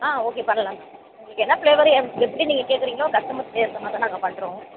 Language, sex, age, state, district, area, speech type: Tamil, female, 30-45, Tamil Nadu, Chennai, urban, conversation